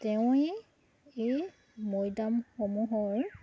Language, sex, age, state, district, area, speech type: Assamese, female, 45-60, Assam, Charaideo, urban, spontaneous